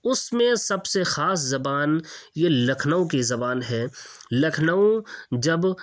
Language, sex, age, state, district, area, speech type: Urdu, male, 18-30, Uttar Pradesh, Ghaziabad, urban, spontaneous